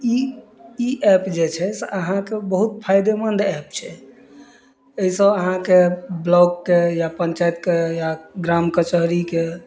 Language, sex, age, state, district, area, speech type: Maithili, male, 30-45, Bihar, Madhubani, rural, spontaneous